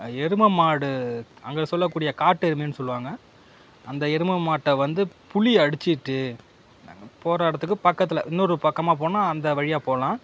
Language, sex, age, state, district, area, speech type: Tamil, male, 45-60, Tamil Nadu, Mayiladuthurai, rural, spontaneous